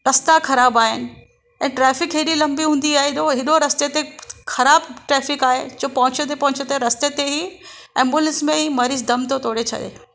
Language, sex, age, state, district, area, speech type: Sindhi, female, 45-60, Maharashtra, Mumbai Suburban, urban, spontaneous